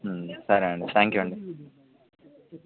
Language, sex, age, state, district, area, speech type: Telugu, male, 18-30, Telangana, Warangal, urban, conversation